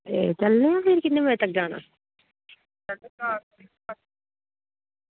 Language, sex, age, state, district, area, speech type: Dogri, female, 18-30, Jammu and Kashmir, Jammu, rural, conversation